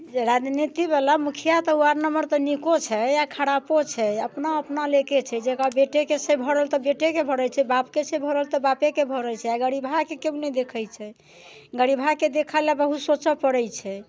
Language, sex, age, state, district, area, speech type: Maithili, female, 60+, Bihar, Muzaffarpur, urban, spontaneous